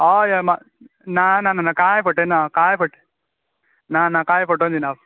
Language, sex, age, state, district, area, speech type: Goan Konkani, male, 18-30, Goa, Bardez, rural, conversation